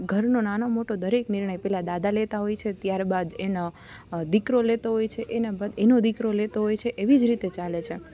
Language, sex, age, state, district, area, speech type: Gujarati, female, 18-30, Gujarat, Rajkot, urban, spontaneous